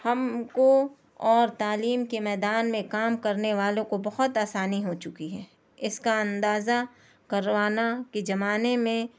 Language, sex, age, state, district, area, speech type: Urdu, female, 30-45, Delhi, South Delhi, urban, spontaneous